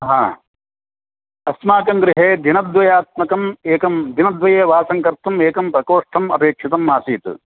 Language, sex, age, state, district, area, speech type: Sanskrit, male, 60+, Karnataka, Uttara Kannada, rural, conversation